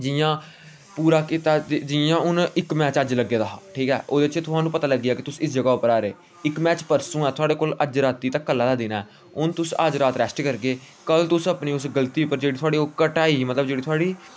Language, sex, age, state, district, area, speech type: Dogri, male, 18-30, Jammu and Kashmir, Samba, rural, spontaneous